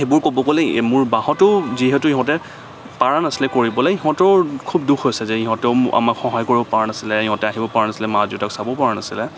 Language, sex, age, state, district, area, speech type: Assamese, male, 18-30, Assam, Kamrup Metropolitan, urban, spontaneous